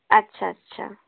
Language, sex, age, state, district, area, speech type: Bengali, female, 18-30, West Bengal, North 24 Parganas, rural, conversation